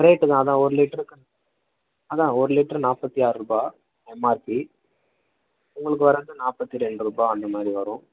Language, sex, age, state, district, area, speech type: Tamil, male, 18-30, Tamil Nadu, Vellore, rural, conversation